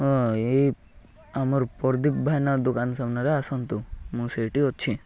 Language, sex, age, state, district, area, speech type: Odia, male, 18-30, Odisha, Malkangiri, urban, spontaneous